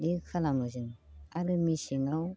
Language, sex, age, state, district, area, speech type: Bodo, female, 45-60, Assam, Baksa, rural, spontaneous